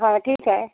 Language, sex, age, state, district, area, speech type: Marathi, female, 60+, Maharashtra, Nagpur, urban, conversation